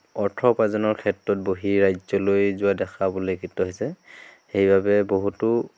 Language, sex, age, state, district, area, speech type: Assamese, male, 30-45, Assam, Dhemaji, rural, spontaneous